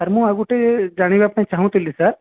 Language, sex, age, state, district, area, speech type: Odia, male, 18-30, Odisha, Nayagarh, rural, conversation